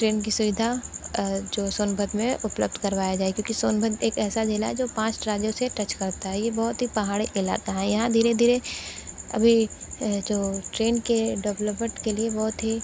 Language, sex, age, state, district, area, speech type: Hindi, female, 60+, Uttar Pradesh, Sonbhadra, rural, spontaneous